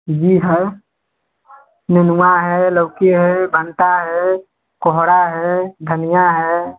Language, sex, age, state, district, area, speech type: Hindi, male, 18-30, Uttar Pradesh, Chandauli, rural, conversation